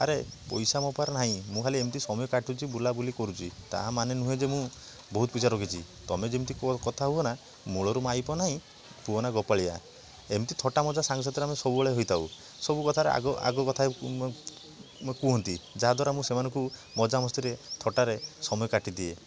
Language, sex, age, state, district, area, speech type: Odia, male, 30-45, Odisha, Balasore, rural, spontaneous